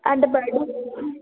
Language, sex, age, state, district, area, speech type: Telugu, female, 18-30, Telangana, Warangal, rural, conversation